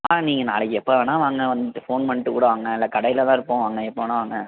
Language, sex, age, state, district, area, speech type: Tamil, male, 18-30, Tamil Nadu, Perambalur, rural, conversation